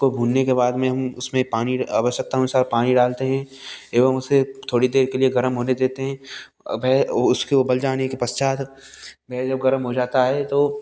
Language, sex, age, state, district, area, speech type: Hindi, male, 18-30, Rajasthan, Bharatpur, rural, spontaneous